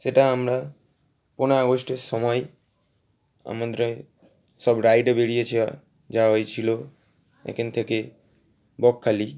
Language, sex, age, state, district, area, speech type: Bengali, male, 18-30, West Bengal, Howrah, urban, spontaneous